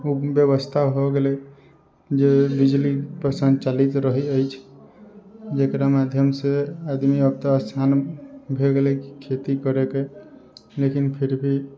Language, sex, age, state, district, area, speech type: Maithili, male, 45-60, Bihar, Sitamarhi, rural, spontaneous